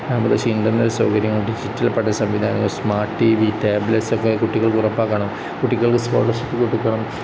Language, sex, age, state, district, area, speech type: Malayalam, male, 18-30, Kerala, Kozhikode, rural, spontaneous